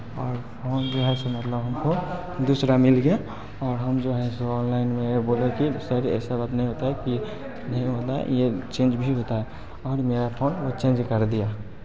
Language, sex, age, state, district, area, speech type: Hindi, male, 30-45, Bihar, Darbhanga, rural, spontaneous